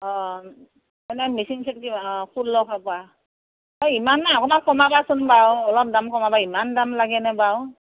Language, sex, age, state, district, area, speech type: Assamese, female, 45-60, Assam, Morigaon, rural, conversation